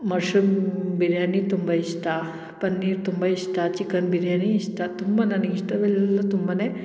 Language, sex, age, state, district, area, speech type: Kannada, female, 30-45, Karnataka, Hassan, urban, spontaneous